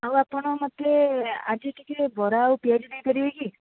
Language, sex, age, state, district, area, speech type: Odia, female, 30-45, Odisha, Bhadrak, rural, conversation